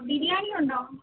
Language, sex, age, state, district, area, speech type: Malayalam, female, 18-30, Kerala, Alappuzha, rural, conversation